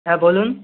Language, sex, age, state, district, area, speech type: Bengali, male, 18-30, West Bengal, North 24 Parganas, urban, conversation